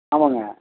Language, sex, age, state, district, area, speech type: Tamil, male, 60+, Tamil Nadu, Nagapattinam, rural, conversation